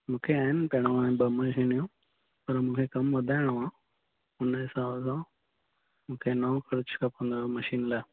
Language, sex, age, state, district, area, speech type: Sindhi, male, 30-45, Maharashtra, Thane, urban, conversation